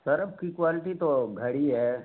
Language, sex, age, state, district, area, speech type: Hindi, male, 45-60, Uttar Pradesh, Mau, rural, conversation